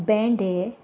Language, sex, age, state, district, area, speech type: Goan Konkani, female, 30-45, Goa, Salcete, rural, spontaneous